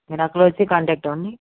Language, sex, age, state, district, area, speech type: Telugu, male, 45-60, Andhra Pradesh, Chittoor, urban, conversation